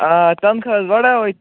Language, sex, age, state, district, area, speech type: Kashmiri, male, 18-30, Jammu and Kashmir, Kupwara, rural, conversation